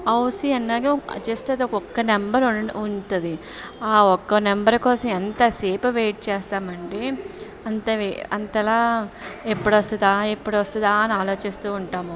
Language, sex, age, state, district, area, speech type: Telugu, female, 30-45, Andhra Pradesh, Anakapalli, urban, spontaneous